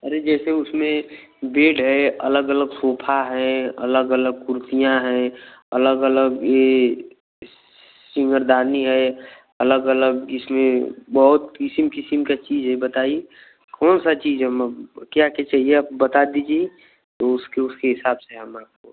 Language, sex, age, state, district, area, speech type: Hindi, male, 18-30, Uttar Pradesh, Ghazipur, rural, conversation